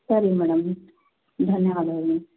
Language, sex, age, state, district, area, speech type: Kannada, female, 30-45, Karnataka, Chitradurga, rural, conversation